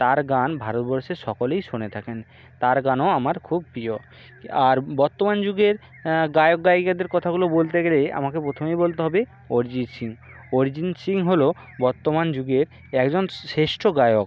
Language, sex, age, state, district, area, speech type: Bengali, male, 60+, West Bengal, Nadia, rural, spontaneous